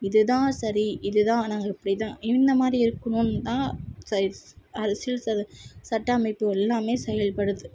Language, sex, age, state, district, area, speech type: Tamil, female, 18-30, Tamil Nadu, Tirupattur, urban, spontaneous